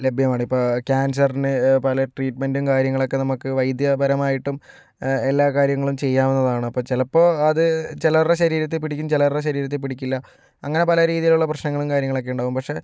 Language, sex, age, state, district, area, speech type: Malayalam, male, 45-60, Kerala, Kozhikode, urban, spontaneous